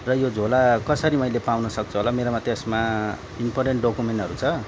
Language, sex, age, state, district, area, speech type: Nepali, male, 30-45, West Bengal, Darjeeling, rural, spontaneous